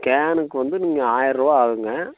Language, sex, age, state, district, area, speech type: Tamil, male, 30-45, Tamil Nadu, Coimbatore, rural, conversation